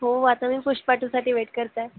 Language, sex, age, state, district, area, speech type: Marathi, female, 18-30, Maharashtra, Nagpur, urban, conversation